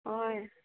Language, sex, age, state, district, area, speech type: Goan Konkani, female, 18-30, Goa, Murmgao, urban, conversation